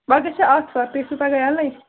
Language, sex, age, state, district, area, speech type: Kashmiri, female, 18-30, Jammu and Kashmir, Srinagar, urban, conversation